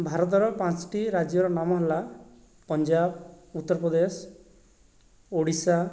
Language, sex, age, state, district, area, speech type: Odia, male, 45-60, Odisha, Boudh, rural, spontaneous